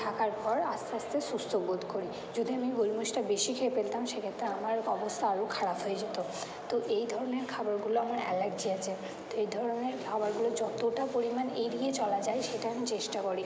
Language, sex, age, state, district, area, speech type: Bengali, female, 45-60, West Bengal, Purba Bardhaman, urban, spontaneous